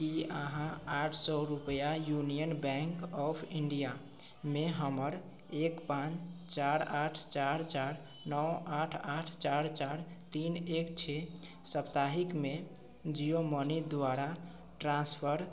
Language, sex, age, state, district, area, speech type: Maithili, male, 45-60, Bihar, Sitamarhi, urban, read